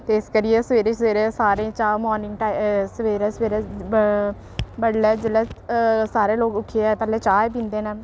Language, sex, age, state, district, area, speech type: Dogri, female, 18-30, Jammu and Kashmir, Samba, rural, spontaneous